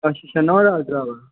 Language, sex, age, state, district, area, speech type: Dogri, male, 18-30, Jammu and Kashmir, Kathua, rural, conversation